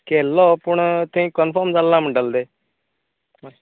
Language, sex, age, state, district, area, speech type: Goan Konkani, male, 30-45, Goa, Canacona, rural, conversation